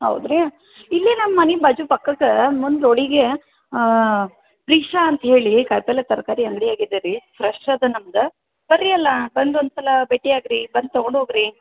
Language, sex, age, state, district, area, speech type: Kannada, female, 30-45, Karnataka, Dharwad, rural, conversation